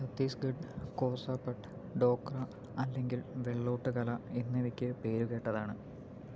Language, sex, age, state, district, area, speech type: Malayalam, male, 18-30, Kerala, Palakkad, rural, read